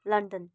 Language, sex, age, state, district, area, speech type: Nepali, female, 45-60, West Bengal, Kalimpong, rural, spontaneous